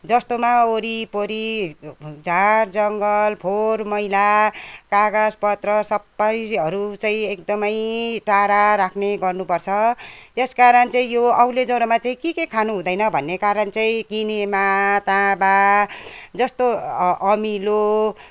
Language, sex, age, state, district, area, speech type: Nepali, female, 60+, West Bengal, Kalimpong, rural, spontaneous